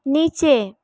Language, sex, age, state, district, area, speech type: Bengali, female, 18-30, West Bengal, Paschim Bardhaman, urban, read